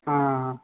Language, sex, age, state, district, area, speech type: Odia, male, 45-60, Odisha, Nabarangpur, rural, conversation